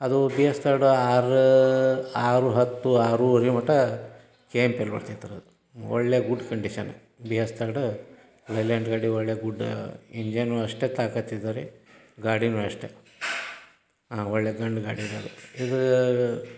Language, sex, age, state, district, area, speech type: Kannada, male, 60+, Karnataka, Gadag, rural, spontaneous